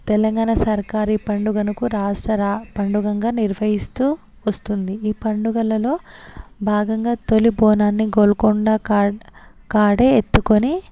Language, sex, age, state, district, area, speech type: Telugu, female, 18-30, Telangana, Hyderabad, urban, spontaneous